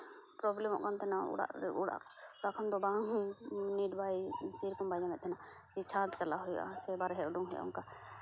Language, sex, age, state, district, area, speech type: Santali, female, 18-30, West Bengal, Purba Bardhaman, rural, spontaneous